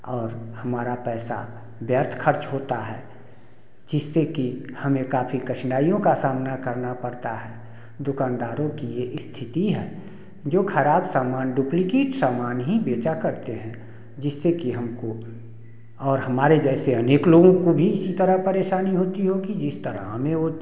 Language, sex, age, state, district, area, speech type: Hindi, male, 60+, Bihar, Samastipur, rural, spontaneous